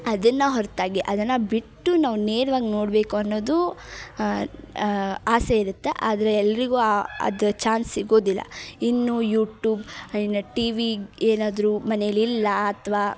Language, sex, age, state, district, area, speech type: Kannada, female, 18-30, Karnataka, Dharwad, urban, spontaneous